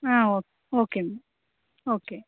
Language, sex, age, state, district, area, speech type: Kannada, female, 30-45, Karnataka, Gadag, rural, conversation